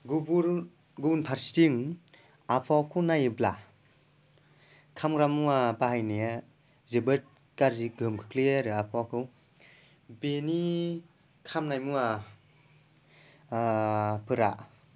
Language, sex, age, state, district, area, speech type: Bodo, male, 18-30, Assam, Kokrajhar, rural, spontaneous